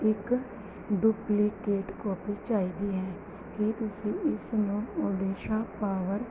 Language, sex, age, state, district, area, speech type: Punjabi, female, 30-45, Punjab, Gurdaspur, urban, read